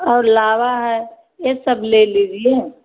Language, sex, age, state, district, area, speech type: Hindi, female, 30-45, Uttar Pradesh, Ayodhya, rural, conversation